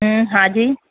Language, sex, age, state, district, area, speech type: Gujarati, female, 30-45, Gujarat, Ahmedabad, urban, conversation